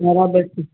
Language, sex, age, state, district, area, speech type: Gujarati, female, 45-60, Gujarat, Surat, urban, conversation